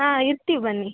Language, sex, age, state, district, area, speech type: Kannada, female, 18-30, Karnataka, Gadag, urban, conversation